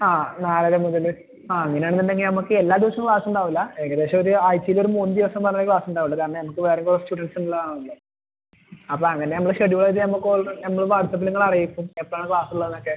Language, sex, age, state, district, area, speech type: Malayalam, male, 30-45, Kerala, Malappuram, rural, conversation